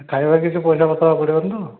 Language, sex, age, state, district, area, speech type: Odia, male, 45-60, Odisha, Dhenkanal, rural, conversation